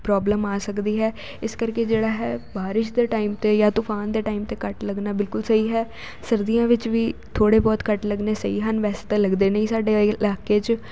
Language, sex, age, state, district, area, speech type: Punjabi, female, 18-30, Punjab, Jalandhar, urban, spontaneous